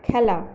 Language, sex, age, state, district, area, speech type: Bengali, female, 45-60, West Bengal, Purulia, urban, read